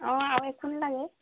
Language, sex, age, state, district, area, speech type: Assamese, female, 18-30, Assam, Sivasagar, urban, conversation